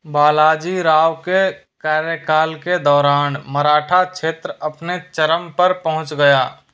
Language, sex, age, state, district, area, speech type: Hindi, male, 30-45, Rajasthan, Jaipur, urban, read